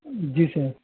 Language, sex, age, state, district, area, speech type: Hindi, male, 30-45, Bihar, Vaishali, urban, conversation